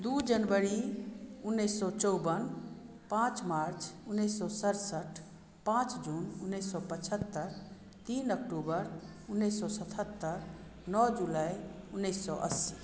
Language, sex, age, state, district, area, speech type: Maithili, female, 45-60, Bihar, Madhubani, rural, spontaneous